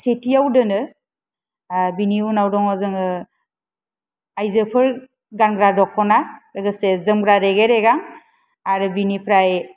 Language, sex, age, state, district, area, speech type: Bodo, female, 30-45, Assam, Kokrajhar, rural, spontaneous